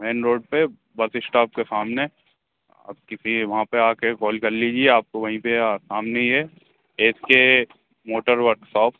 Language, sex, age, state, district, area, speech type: Hindi, male, 18-30, Madhya Pradesh, Hoshangabad, urban, conversation